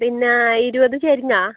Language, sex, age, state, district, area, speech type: Malayalam, female, 30-45, Kerala, Kasaragod, rural, conversation